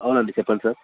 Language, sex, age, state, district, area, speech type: Telugu, male, 18-30, Telangana, Vikarabad, urban, conversation